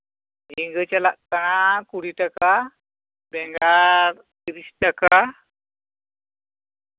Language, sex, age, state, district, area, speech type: Santali, male, 45-60, West Bengal, Bankura, rural, conversation